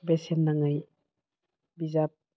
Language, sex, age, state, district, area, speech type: Bodo, female, 45-60, Assam, Udalguri, urban, spontaneous